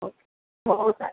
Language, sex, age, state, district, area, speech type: Marathi, female, 30-45, Maharashtra, Sindhudurg, rural, conversation